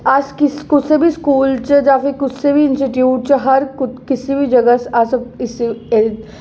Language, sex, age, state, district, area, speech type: Dogri, female, 18-30, Jammu and Kashmir, Jammu, urban, spontaneous